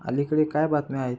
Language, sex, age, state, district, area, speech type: Marathi, male, 18-30, Maharashtra, Buldhana, urban, read